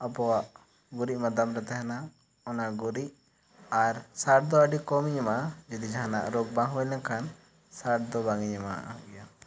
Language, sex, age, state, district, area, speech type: Santali, male, 18-30, West Bengal, Bankura, rural, spontaneous